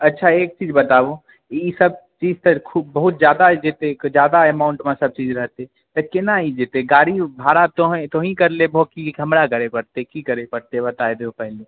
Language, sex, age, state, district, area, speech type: Maithili, male, 18-30, Bihar, Purnia, urban, conversation